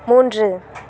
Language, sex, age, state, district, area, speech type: Tamil, female, 18-30, Tamil Nadu, Thanjavur, urban, read